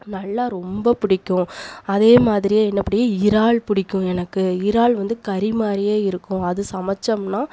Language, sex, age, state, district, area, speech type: Tamil, female, 30-45, Tamil Nadu, Coimbatore, rural, spontaneous